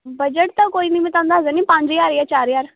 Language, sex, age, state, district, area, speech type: Punjabi, female, 18-30, Punjab, Ludhiana, rural, conversation